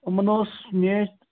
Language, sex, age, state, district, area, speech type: Kashmiri, male, 18-30, Jammu and Kashmir, Ganderbal, rural, conversation